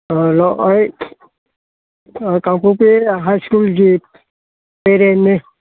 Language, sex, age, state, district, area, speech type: Manipuri, male, 60+, Manipur, Kangpokpi, urban, conversation